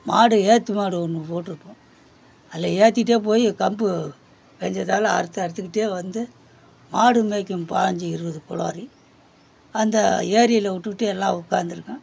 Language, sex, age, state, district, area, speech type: Tamil, male, 60+, Tamil Nadu, Perambalur, rural, spontaneous